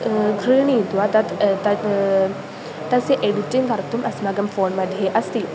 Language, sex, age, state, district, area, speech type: Sanskrit, female, 18-30, Kerala, Malappuram, rural, spontaneous